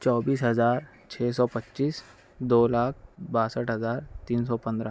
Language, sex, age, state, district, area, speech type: Urdu, male, 45-60, Maharashtra, Nashik, urban, spontaneous